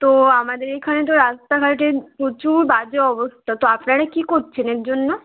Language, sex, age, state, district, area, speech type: Bengali, female, 18-30, West Bengal, Uttar Dinajpur, urban, conversation